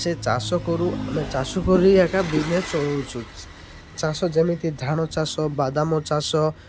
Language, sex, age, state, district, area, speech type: Odia, male, 30-45, Odisha, Malkangiri, urban, spontaneous